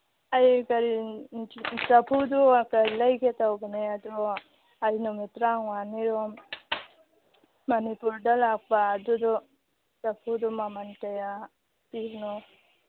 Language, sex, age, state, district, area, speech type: Manipuri, female, 30-45, Manipur, Churachandpur, rural, conversation